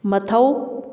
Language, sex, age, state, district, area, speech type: Manipuri, female, 30-45, Manipur, Kakching, rural, read